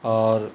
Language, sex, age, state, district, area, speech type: Urdu, male, 45-60, Bihar, Gaya, urban, spontaneous